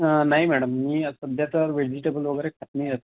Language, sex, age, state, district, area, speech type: Marathi, male, 18-30, Maharashtra, Amravati, urban, conversation